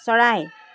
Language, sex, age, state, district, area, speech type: Assamese, female, 45-60, Assam, Charaideo, urban, read